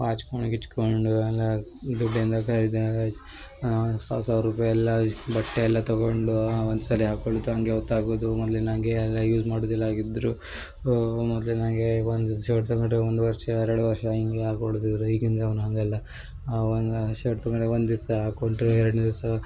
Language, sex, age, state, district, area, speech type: Kannada, male, 18-30, Karnataka, Uttara Kannada, rural, spontaneous